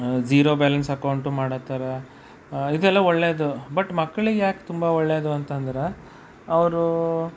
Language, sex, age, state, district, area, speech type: Kannada, male, 30-45, Karnataka, Bidar, urban, spontaneous